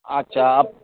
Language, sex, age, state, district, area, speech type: Odia, male, 30-45, Odisha, Bhadrak, rural, conversation